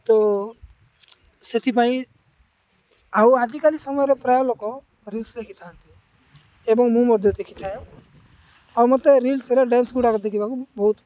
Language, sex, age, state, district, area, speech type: Odia, male, 18-30, Odisha, Nabarangpur, urban, spontaneous